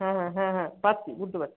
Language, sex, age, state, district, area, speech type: Bengali, male, 18-30, West Bengal, Bankura, urban, conversation